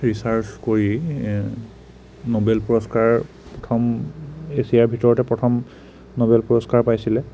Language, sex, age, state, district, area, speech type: Assamese, male, 30-45, Assam, Sonitpur, rural, spontaneous